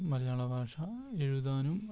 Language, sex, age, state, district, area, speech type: Malayalam, male, 18-30, Kerala, Wayanad, rural, spontaneous